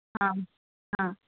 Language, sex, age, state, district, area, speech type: Marathi, female, 60+, Maharashtra, Nagpur, urban, conversation